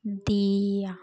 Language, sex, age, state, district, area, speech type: Hindi, female, 18-30, Uttar Pradesh, Ghazipur, rural, spontaneous